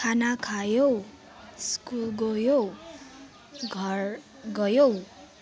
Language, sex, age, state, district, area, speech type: Nepali, female, 18-30, West Bengal, Kalimpong, rural, spontaneous